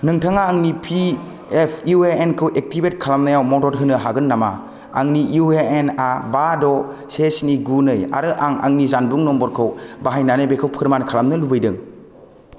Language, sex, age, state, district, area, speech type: Bodo, male, 18-30, Assam, Kokrajhar, rural, read